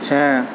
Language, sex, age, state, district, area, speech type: Bengali, male, 18-30, West Bengal, Paschim Medinipur, rural, read